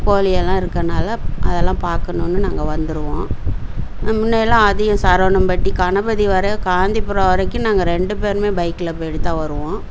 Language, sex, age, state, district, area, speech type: Tamil, female, 60+, Tamil Nadu, Coimbatore, rural, spontaneous